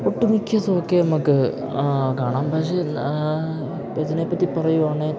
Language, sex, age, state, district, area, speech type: Malayalam, male, 18-30, Kerala, Idukki, rural, spontaneous